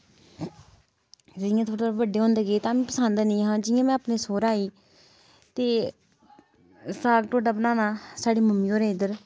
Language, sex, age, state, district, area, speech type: Dogri, female, 18-30, Jammu and Kashmir, Samba, rural, spontaneous